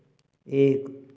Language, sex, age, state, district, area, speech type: Hindi, male, 18-30, Rajasthan, Bharatpur, rural, read